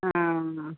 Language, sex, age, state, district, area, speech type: Malayalam, female, 45-60, Kerala, Idukki, rural, conversation